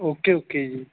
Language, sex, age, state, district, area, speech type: Punjabi, male, 18-30, Punjab, Barnala, rural, conversation